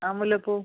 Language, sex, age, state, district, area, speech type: Malayalam, female, 30-45, Kerala, Kasaragod, rural, conversation